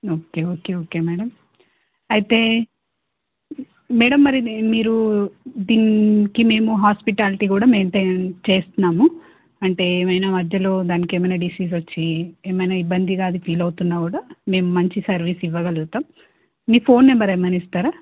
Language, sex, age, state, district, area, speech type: Telugu, female, 30-45, Telangana, Hanamkonda, urban, conversation